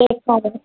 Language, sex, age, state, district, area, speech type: Sindhi, female, 45-60, Maharashtra, Thane, rural, conversation